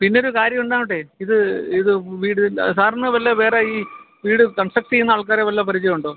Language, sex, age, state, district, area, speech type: Malayalam, male, 45-60, Kerala, Alappuzha, rural, conversation